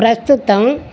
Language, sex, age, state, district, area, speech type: Telugu, female, 60+, Andhra Pradesh, Guntur, rural, spontaneous